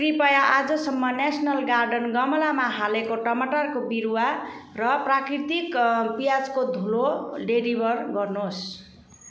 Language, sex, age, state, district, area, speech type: Nepali, female, 45-60, West Bengal, Jalpaiguri, urban, read